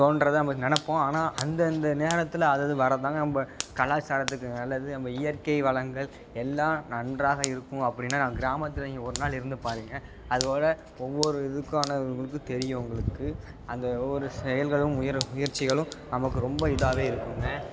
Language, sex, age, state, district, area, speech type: Tamil, male, 18-30, Tamil Nadu, Tiruppur, rural, spontaneous